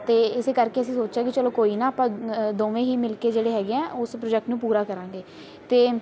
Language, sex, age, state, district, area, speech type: Punjabi, female, 18-30, Punjab, Patiala, rural, spontaneous